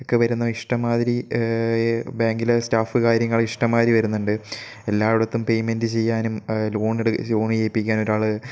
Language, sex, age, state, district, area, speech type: Malayalam, male, 18-30, Kerala, Kozhikode, rural, spontaneous